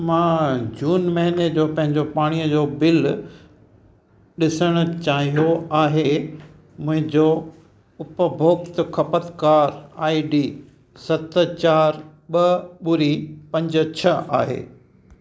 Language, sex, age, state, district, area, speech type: Sindhi, male, 60+, Gujarat, Kutch, rural, read